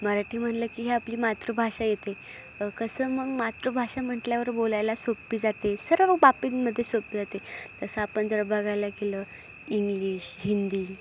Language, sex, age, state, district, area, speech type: Marathi, female, 18-30, Maharashtra, Ahmednagar, urban, spontaneous